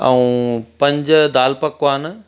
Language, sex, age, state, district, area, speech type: Sindhi, male, 45-60, Madhya Pradesh, Katni, rural, spontaneous